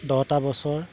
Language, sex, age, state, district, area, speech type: Assamese, male, 60+, Assam, Golaghat, urban, spontaneous